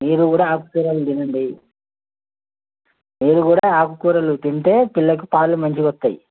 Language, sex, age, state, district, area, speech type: Telugu, male, 45-60, Telangana, Bhadradri Kothagudem, urban, conversation